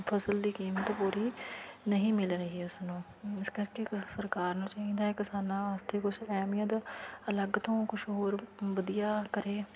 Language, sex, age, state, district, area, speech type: Punjabi, female, 30-45, Punjab, Fatehgarh Sahib, rural, spontaneous